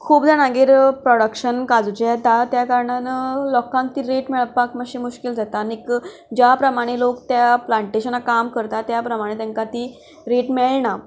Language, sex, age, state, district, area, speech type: Goan Konkani, female, 18-30, Goa, Canacona, rural, spontaneous